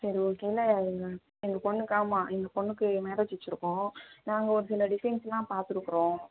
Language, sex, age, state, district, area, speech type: Tamil, female, 18-30, Tamil Nadu, Tiruvarur, rural, conversation